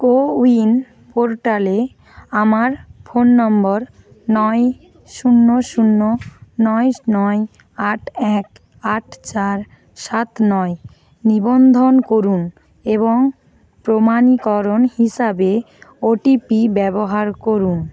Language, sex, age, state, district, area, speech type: Bengali, female, 45-60, West Bengal, Nadia, rural, read